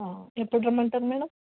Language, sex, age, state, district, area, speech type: Telugu, female, 60+, Telangana, Hyderabad, urban, conversation